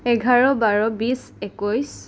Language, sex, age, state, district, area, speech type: Assamese, female, 30-45, Assam, Darrang, rural, spontaneous